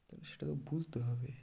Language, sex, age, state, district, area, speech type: Bengali, male, 30-45, West Bengal, North 24 Parganas, rural, spontaneous